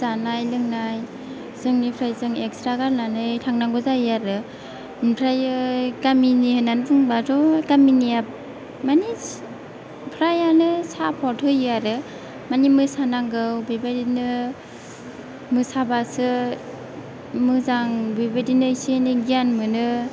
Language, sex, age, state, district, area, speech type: Bodo, female, 18-30, Assam, Chirang, rural, spontaneous